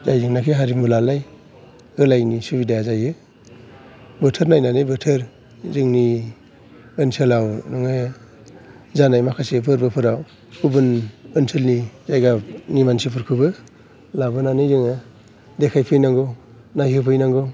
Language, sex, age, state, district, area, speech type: Bodo, male, 45-60, Assam, Kokrajhar, urban, spontaneous